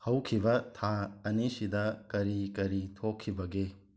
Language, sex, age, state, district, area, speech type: Manipuri, male, 18-30, Manipur, Imphal West, urban, read